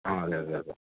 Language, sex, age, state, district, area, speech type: Malayalam, male, 45-60, Kerala, Idukki, rural, conversation